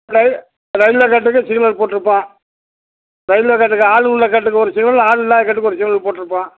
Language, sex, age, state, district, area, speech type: Tamil, male, 60+, Tamil Nadu, Madurai, rural, conversation